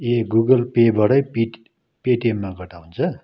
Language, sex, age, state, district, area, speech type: Nepali, male, 30-45, West Bengal, Darjeeling, rural, spontaneous